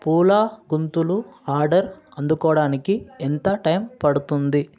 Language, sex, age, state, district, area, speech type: Telugu, male, 18-30, Telangana, Mahbubnagar, urban, read